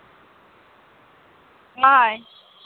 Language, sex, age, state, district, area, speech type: Santali, female, 30-45, Jharkhand, Seraikela Kharsawan, rural, conversation